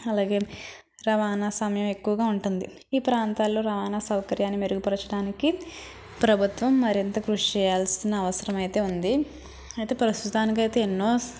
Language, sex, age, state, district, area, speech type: Telugu, female, 45-60, Andhra Pradesh, East Godavari, rural, spontaneous